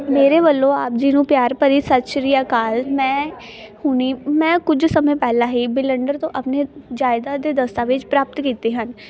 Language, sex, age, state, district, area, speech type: Punjabi, female, 18-30, Punjab, Ludhiana, rural, spontaneous